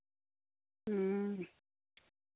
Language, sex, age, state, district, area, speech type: Santali, male, 18-30, Jharkhand, Pakur, rural, conversation